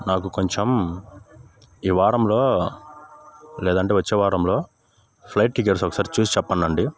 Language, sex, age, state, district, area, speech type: Telugu, male, 18-30, Andhra Pradesh, Bapatla, urban, spontaneous